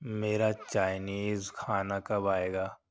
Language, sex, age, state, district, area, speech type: Urdu, male, 30-45, Delhi, Central Delhi, urban, read